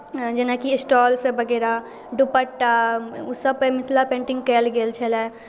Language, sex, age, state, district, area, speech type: Maithili, female, 18-30, Bihar, Darbhanga, rural, spontaneous